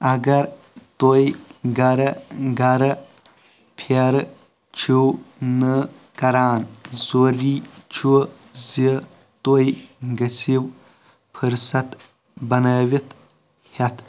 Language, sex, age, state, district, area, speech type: Kashmiri, male, 18-30, Jammu and Kashmir, Shopian, rural, read